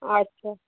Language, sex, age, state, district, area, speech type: Bengali, female, 60+, West Bengal, Purba Medinipur, rural, conversation